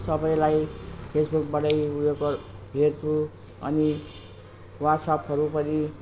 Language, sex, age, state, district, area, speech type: Nepali, female, 60+, West Bengal, Jalpaiguri, rural, spontaneous